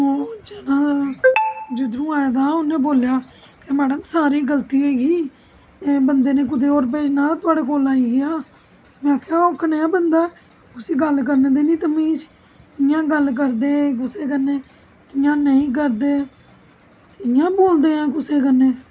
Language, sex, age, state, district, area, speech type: Dogri, female, 30-45, Jammu and Kashmir, Jammu, urban, spontaneous